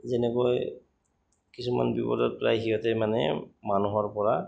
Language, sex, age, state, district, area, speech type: Assamese, male, 30-45, Assam, Goalpara, urban, spontaneous